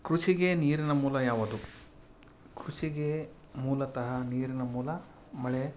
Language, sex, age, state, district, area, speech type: Kannada, male, 45-60, Karnataka, Koppal, urban, spontaneous